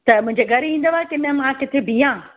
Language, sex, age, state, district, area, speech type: Sindhi, female, 45-60, Gujarat, Surat, urban, conversation